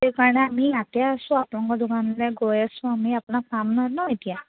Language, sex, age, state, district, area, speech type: Assamese, female, 30-45, Assam, Charaideo, rural, conversation